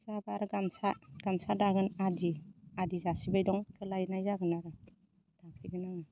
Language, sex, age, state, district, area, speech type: Bodo, female, 45-60, Assam, Baksa, rural, spontaneous